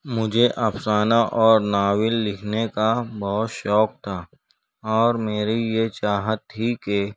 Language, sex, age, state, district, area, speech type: Urdu, male, 18-30, Maharashtra, Nashik, urban, spontaneous